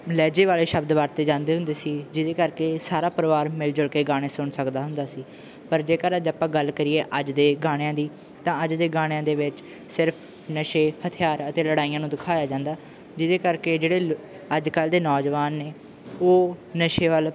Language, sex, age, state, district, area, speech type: Punjabi, male, 18-30, Punjab, Bathinda, rural, spontaneous